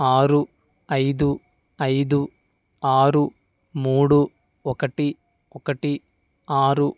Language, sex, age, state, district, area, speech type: Telugu, male, 45-60, Andhra Pradesh, East Godavari, rural, read